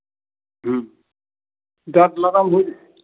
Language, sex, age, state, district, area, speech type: Hindi, male, 60+, Bihar, Madhepura, rural, conversation